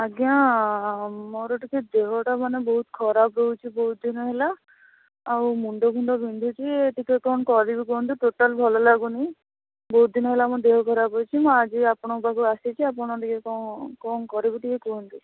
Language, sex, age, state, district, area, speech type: Odia, female, 18-30, Odisha, Bhadrak, rural, conversation